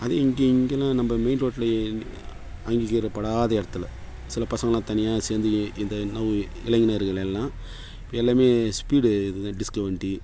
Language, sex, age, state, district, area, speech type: Tamil, male, 45-60, Tamil Nadu, Kallakurichi, rural, spontaneous